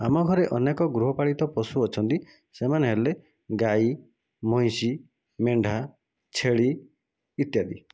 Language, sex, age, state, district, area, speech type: Odia, male, 30-45, Odisha, Nayagarh, rural, spontaneous